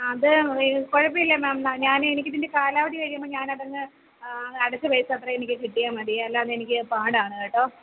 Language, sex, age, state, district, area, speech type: Malayalam, female, 30-45, Kerala, Kollam, rural, conversation